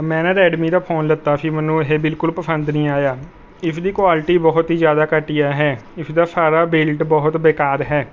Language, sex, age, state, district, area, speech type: Punjabi, male, 18-30, Punjab, Rupnagar, rural, spontaneous